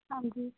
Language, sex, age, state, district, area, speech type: Punjabi, female, 30-45, Punjab, Hoshiarpur, rural, conversation